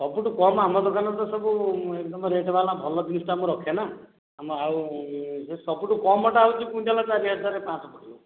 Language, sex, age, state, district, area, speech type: Odia, male, 45-60, Odisha, Dhenkanal, rural, conversation